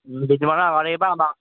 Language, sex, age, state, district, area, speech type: Assamese, male, 18-30, Assam, Majuli, urban, conversation